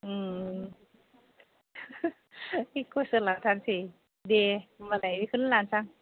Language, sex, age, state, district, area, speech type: Bodo, female, 30-45, Assam, Kokrajhar, rural, conversation